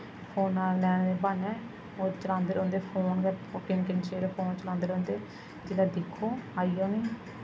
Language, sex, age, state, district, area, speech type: Dogri, female, 30-45, Jammu and Kashmir, Samba, rural, spontaneous